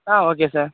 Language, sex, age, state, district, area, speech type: Tamil, male, 18-30, Tamil Nadu, Tiruvallur, rural, conversation